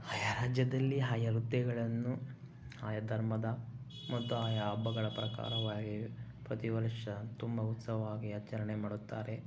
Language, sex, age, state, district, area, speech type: Kannada, male, 30-45, Karnataka, Chikkaballapur, rural, spontaneous